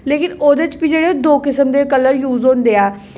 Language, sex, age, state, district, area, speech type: Dogri, female, 18-30, Jammu and Kashmir, Jammu, urban, spontaneous